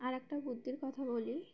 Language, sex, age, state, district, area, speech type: Bengali, female, 18-30, West Bengal, Uttar Dinajpur, urban, spontaneous